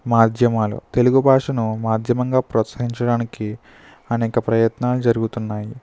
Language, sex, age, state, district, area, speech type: Telugu, male, 30-45, Andhra Pradesh, Eluru, rural, spontaneous